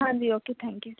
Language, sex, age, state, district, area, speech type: Punjabi, female, 18-30, Punjab, Tarn Taran, rural, conversation